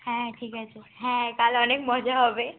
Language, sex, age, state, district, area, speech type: Bengali, female, 18-30, West Bengal, Cooch Behar, urban, conversation